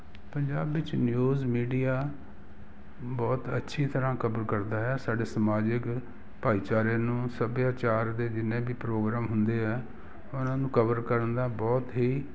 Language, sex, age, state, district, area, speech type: Punjabi, male, 60+, Punjab, Jalandhar, urban, spontaneous